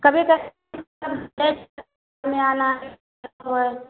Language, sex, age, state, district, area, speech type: Hindi, female, 60+, Uttar Pradesh, Ayodhya, rural, conversation